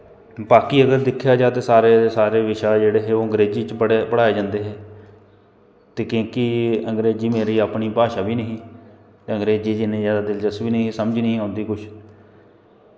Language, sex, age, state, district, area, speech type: Dogri, male, 30-45, Jammu and Kashmir, Kathua, rural, spontaneous